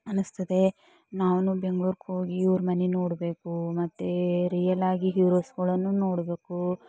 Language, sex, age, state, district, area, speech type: Kannada, female, 45-60, Karnataka, Bidar, rural, spontaneous